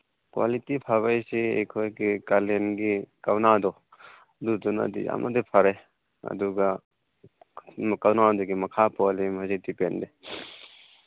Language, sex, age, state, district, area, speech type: Manipuri, male, 45-60, Manipur, Churachandpur, rural, conversation